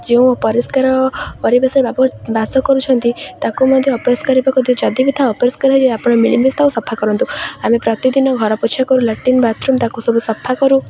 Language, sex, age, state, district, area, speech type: Odia, female, 18-30, Odisha, Jagatsinghpur, rural, spontaneous